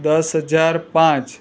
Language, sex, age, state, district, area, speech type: Gujarati, male, 30-45, Gujarat, Surat, urban, spontaneous